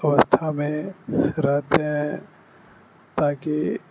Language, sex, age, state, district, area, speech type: Urdu, male, 18-30, Bihar, Supaul, rural, spontaneous